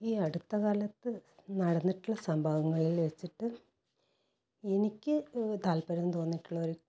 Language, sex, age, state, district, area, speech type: Malayalam, female, 45-60, Kerala, Kasaragod, rural, spontaneous